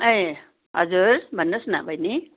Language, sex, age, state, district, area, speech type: Nepali, female, 60+, West Bengal, Darjeeling, rural, conversation